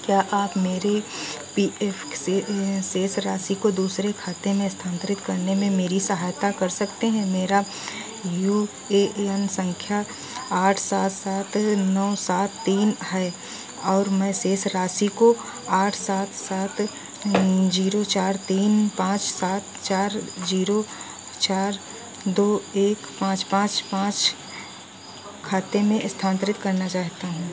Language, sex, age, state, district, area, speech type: Hindi, female, 45-60, Uttar Pradesh, Sitapur, rural, read